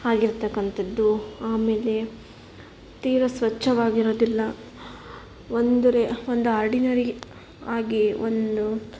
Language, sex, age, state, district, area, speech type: Kannada, female, 18-30, Karnataka, Davanagere, rural, spontaneous